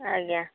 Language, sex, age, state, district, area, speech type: Odia, female, 18-30, Odisha, Balasore, rural, conversation